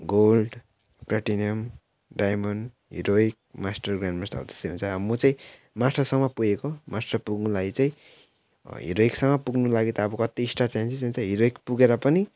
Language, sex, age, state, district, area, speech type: Nepali, male, 18-30, West Bengal, Jalpaiguri, urban, spontaneous